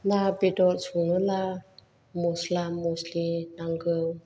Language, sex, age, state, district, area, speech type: Bodo, female, 45-60, Assam, Chirang, rural, spontaneous